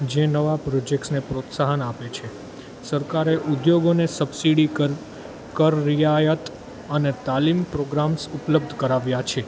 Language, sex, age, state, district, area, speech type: Gujarati, male, 18-30, Gujarat, Junagadh, urban, spontaneous